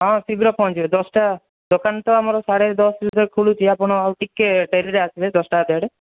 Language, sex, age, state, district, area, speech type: Odia, male, 30-45, Odisha, Kandhamal, rural, conversation